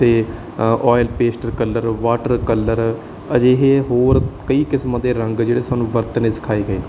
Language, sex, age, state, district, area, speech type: Punjabi, male, 18-30, Punjab, Barnala, rural, spontaneous